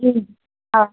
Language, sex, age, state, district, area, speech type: Sindhi, female, 45-60, Maharashtra, Thane, urban, conversation